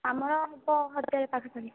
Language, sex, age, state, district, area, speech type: Odia, female, 18-30, Odisha, Rayagada, rural, conversation